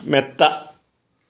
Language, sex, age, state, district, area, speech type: Malayalam, male, 60+, Kerala, Kottayam, rural, read